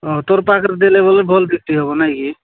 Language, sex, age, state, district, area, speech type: Odia, male, 45-60, Odisha, Nabarangpur, rural, conversation